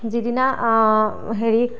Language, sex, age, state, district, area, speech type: Assamese, female, 18-30, Assam, Nalbari, rural, spontaneous